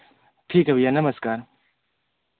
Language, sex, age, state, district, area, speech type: Hindi, male, 18-30, Uttar Pradesh, Varanasi, rural, conversation